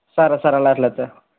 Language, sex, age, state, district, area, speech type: Telugu, male, 18-30, Andhra Pradesh, Kadapa, rural, conversation